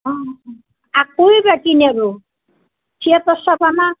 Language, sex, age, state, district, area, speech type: Assamese, female, 60+, Assam, Nalbari, rural, conversation